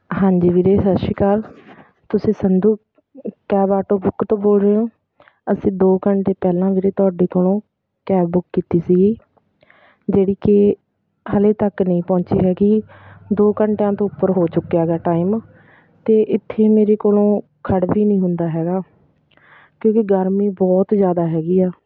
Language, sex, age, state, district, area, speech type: Punjabi, female, 30-45, Punjab, Bathinda, rural, spontaneous